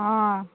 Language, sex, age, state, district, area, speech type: Odia, female, 18-30, Odisha, Mayurbhanj, rural, conversation